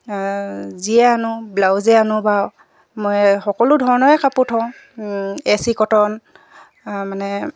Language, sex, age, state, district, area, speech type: Assamese, female, 45-60, Assam, Dibrugarh, rural, spontaneous